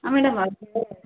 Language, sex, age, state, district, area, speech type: Kannada, female, 18-30, Karnataka, Kolar, rural, conversation